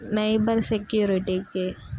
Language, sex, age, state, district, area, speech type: Telugu, female, 18-30, Andhra Pradesh, Guntur, rural, spontaneous